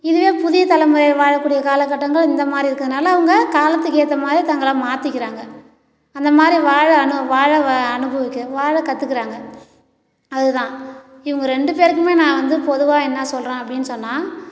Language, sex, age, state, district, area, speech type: Tamil, female, 60+, Tamil Nadu, Cuddalore, rural, spontaneous